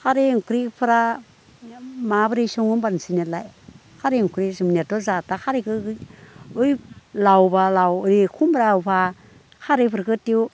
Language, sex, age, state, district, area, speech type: Bodo, female, 60+, Assam, Udalguri, rural, spontaneous